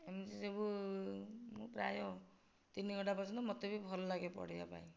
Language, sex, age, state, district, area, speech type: Odia, female, 45-60, Odisha, Nayagarh, rural, spontaneous